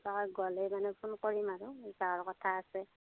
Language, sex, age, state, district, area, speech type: Assamese, female, 45-60, Assam, Darrang, rural, conversation